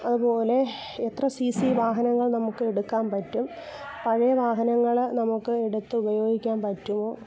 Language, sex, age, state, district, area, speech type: Malayalam, female, 45-60, Kerala, Kollam, rural, spontaneous